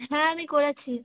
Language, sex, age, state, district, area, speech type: Bengali, female, 18-30, West Bengal, Uttar Dinajpur, urban, conversation